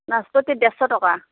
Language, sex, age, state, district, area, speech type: Assamese, female, 60+, Assam, Morigaon, rural, conversation